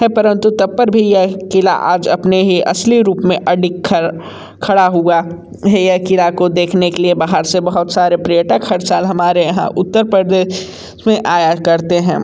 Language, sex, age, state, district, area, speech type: Hindi, male, 18-30, Uttar Pradesh, Sonbhadra, rural, spontaneous